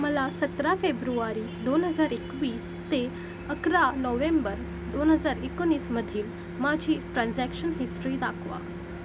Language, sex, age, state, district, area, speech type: Marathi, female, 18-30, Maharashtra, Mumbai Suburban, urban, read